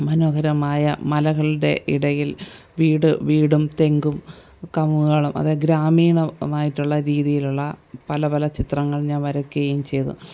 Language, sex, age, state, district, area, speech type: Malayalam, female, 45-60, Kerala, Thiruvananthapuram, urban, spontaneous